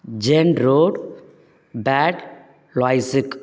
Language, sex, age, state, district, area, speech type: Tamil, male, 45-60, Tamil Nadu, Thanjavur, rural, spontaneous